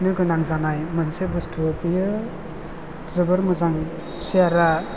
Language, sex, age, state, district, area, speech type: Bodo, male, 30-45, Assam, Chirang, rural, spontaneous